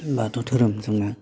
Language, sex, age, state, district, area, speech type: Bodo, male, 30-45, Assam, Kokrajhar, rural, spontaneous